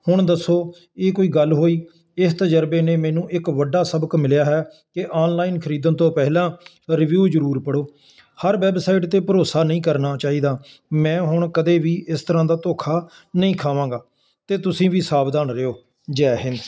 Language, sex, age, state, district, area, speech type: Punjabi, male, 60+, Punjab, Ludhiana, urban, spontaneous